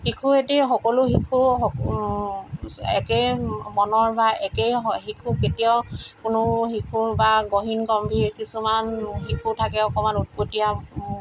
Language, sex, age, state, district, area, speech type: Assamese, female, 45-60, Assam, Tinsukia, rural, spontaneous